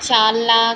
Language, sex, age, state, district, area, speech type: Hindi, female, 18-30, Madhya Pradesh, Narsinghpur, urban, spontaneous